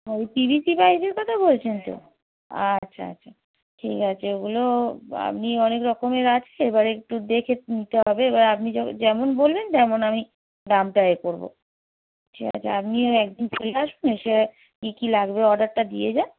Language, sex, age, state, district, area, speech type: Bengali, female, 45-60, West Bengal, Hooghly, rural, conversation